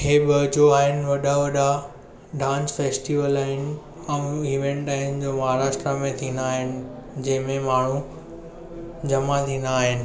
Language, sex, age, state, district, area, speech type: Sindhi, male, 18-30, Maharashtra, Thane, urban, spontaneous